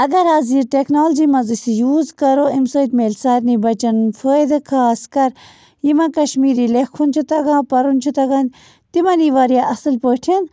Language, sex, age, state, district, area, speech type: Kashmiri, female, 60+, Jammu and Kashmir, Budgam, rural, spontaneous